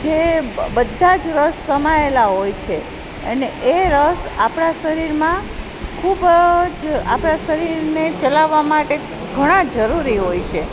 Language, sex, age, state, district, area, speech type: Gujarati, female, 45-60, Gujarat, Junagadh, rural, spontaneous